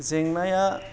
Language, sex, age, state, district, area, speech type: Bodo, male, 60+, Assam, Kokrajhar, rural, spontaneous